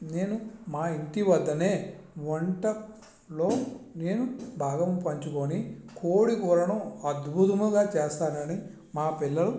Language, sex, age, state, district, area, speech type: Telugu, male, 45-60, Andhra Pradesh, Visakhapatnam, rural, spontaneous